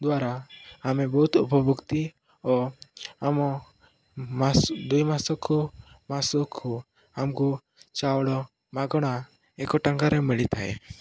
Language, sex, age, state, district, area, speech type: Odia, male, 18-30, Odisha, Koraput, urban, spontaneous